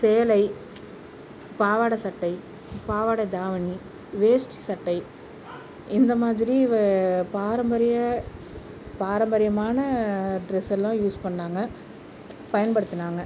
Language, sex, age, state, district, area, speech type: Tamil, female, 18-30, Tamil Nadu, Tiruchirappalli, rural, spontaneous